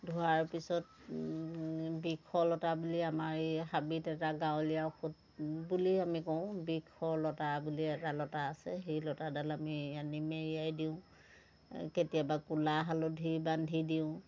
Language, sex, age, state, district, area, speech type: Assamese, female, 60+, Assam, Dhemaji, rural, spontaneous